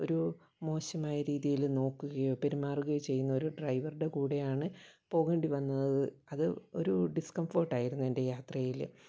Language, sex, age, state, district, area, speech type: Malayalam, female, 45-60, Kerala, Kottayam, rural, spontaneous